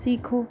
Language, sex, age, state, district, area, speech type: Hindi, female, 30-45, Rajasthan, Jaipur, urban, read